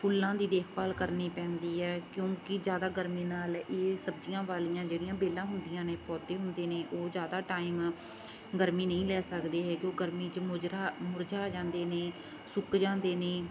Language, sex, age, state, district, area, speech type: Punjabi, female, 30-45, Punjab, Mansa, rural, spontaneous